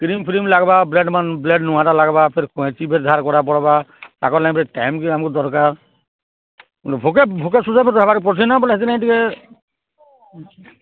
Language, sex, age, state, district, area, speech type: Odia, male, 60+, Odisha, Balangir, urban, conversation